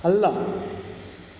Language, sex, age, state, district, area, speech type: Kannada, male, 30-45, Karnataka, Kolar, rural, read